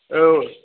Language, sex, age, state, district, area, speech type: Bodo, male, 60+, Assam, Kokrajhar, rural, conversation